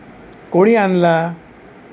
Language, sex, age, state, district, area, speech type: Marathi, male, 60+, Maharashtra, Wardha, urban, spontaneous